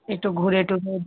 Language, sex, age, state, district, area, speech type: Bengali, female, 30-45, West Bengal, Darjeeling, urban, conversation